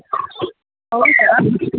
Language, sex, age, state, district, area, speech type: Kannada, female, 18-30, Karnataka, Tumkur, urban, conversation